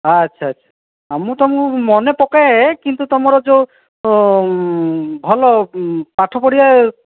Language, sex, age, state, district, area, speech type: Odia, male, 60+, Odisha, Boudh, rural, conversation